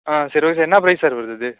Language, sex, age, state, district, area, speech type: Tamil, male, 18-30, Tamil Nadu, Nagapattinam, rural, conversation